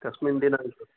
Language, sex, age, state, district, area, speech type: Sanskrit, male, 60+, Maharashtra, Wardha, urban, conversation